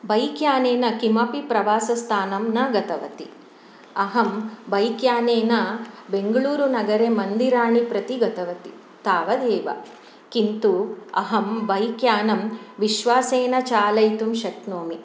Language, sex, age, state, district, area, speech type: Sanskrit, female, 45-60, Karnataka, Shimoga, urban, spontaneous